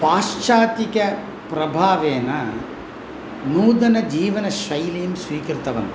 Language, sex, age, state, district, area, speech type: Sanskrit, male, 60+, Tamil Nadu, Coimbatore, urban, spontaneous